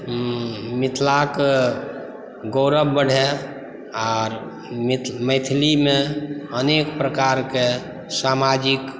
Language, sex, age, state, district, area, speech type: Maithili, male, 45-60, Bihar, Supaul, rural, spontaneous